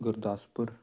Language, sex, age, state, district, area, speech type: Punjabi, male, 30-45, Punjab, Amritsar, urban, spontaneous